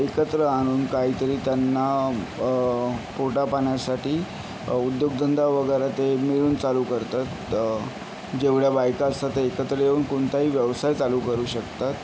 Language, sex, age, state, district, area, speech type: Marathi, male, 18-30, Maharashtra, Yavatmal, urban, spontaneous